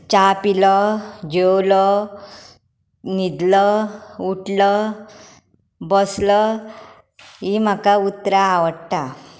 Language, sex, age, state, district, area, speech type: Goan Konkani, female, 30-45, Goa, Tiswadi, rural, spontaneous